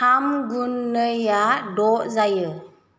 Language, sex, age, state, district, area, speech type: Bodo, female, 30-45, Assam, Chirang, rural, read